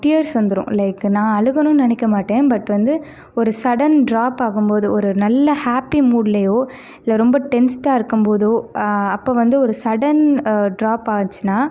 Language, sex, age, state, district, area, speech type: Tamil, female, 30-45, Tamil Nadu, Ariyalur, rural, spontaneous